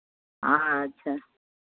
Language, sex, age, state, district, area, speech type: Maithili, female, 60+, Bihar, Madhepura, rural, conversation